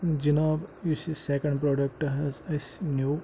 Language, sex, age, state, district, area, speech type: Kashmiri, male, 18-30, Jammu and Kashmir, Pulwama, rural, spontaneous